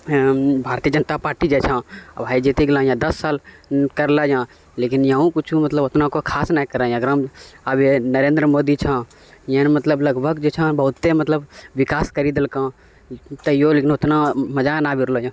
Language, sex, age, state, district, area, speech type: Maithili, male, 30-45, Bihar, Purnia, urban, spontaneous